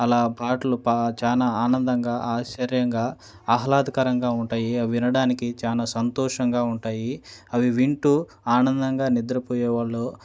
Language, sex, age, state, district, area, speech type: Telugu, male, 30-45, Andhra Pradesh, Nellore, rural, spontaneous